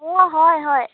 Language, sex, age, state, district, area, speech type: Assamese, female, 18-30, Assam, Biswanath, rural, conversation